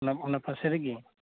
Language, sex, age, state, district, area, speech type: Santali, male, 30-45, West Bengal, Birbhum, rural, conversation